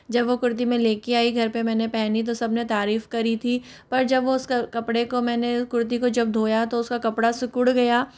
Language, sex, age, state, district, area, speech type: Hindi, male, 60+, Rajasthan, Jaipur, urban, spontaneous